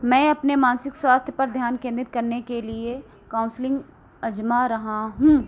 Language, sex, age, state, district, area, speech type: Hindi, female, 30-45, Uttar Pradesh, Sitapur, rural, read